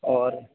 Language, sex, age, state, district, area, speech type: Urdu, male, 18-30, Uttar Pradesh, Saharanpur, urban, conversation